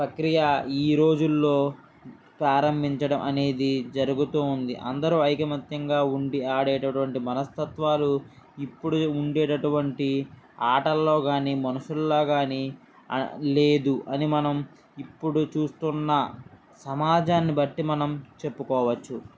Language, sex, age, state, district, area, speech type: Telugu, male, 18-30, Andhra Pradesh, Srikakulam, urban, spontaneous